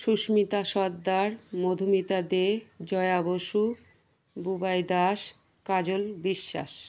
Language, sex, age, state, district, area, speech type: Bengali, female, 30-45, West Bengal, Birbhum, urban, spontaneous